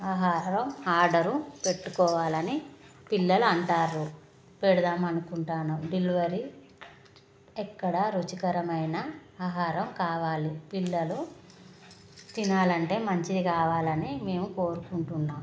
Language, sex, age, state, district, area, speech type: Telugu, female, 30-45, Telangana, Jagtial, rural, spontaneous